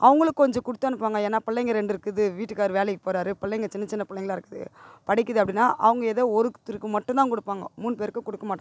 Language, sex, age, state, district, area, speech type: Tamil, female, 45-60, Tamil Nadu, Tiruvannamalai, rural, spontaneous